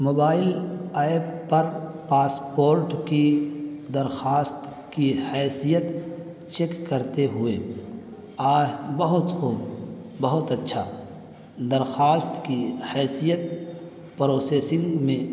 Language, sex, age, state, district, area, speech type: Urdu, male, 18-30, Uttar Pradesh, Balrampur, rural, spontaneous